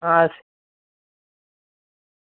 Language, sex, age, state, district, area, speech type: Gujarati, male, 18-30, Gujarat, Surat, urban, conversation